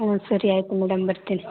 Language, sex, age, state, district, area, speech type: Kannada, female, 18-30, Karnataka, Hassan, rural, conversation